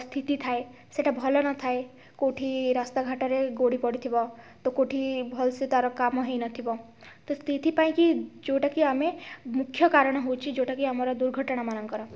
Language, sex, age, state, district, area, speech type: Odia, female, 18-30, Odisha, Kalahandi, rural, spontaneous